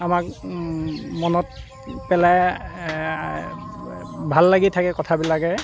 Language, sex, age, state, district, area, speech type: Assamese, male, 45-60, Assam, Dibrugarh, rural, spontaneous